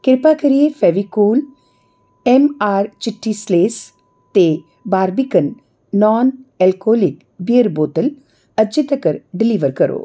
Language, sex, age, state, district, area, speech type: Dogri, female, 45-60, Jammu and Kashmir, Jammu, urban, read